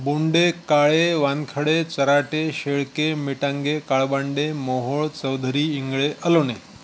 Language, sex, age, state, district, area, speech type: Marathi, male, 45-60, Maharashtra, Wardha, urban, spontaneous